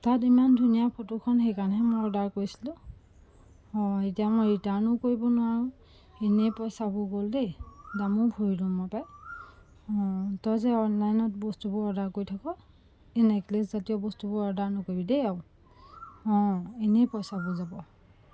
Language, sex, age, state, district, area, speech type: Assamese, female, 30-45, Assam, Jorhat, urban, spontaneous